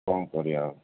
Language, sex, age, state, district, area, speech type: Odia, male, 45-60, Odisha, Sundergarh, rural, conversation